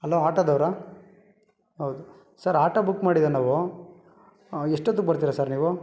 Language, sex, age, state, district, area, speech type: Kannada, male, 30-45, Karnataka, Bangalore Rural, rural, spontaneous